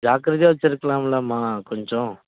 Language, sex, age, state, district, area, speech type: Tamil, male, 30-45, Tamil Nadu, Kallakurichi, rural, conversation